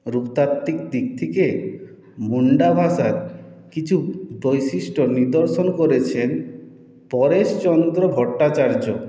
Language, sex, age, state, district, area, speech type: Bengali, male, 18-30, West Bengal, Purulia, urban, spontaneous